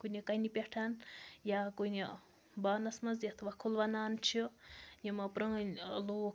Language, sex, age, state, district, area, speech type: Kashmiri, female, 18-30, Jammu and Kashmir, Baramulla, rural, spontaneous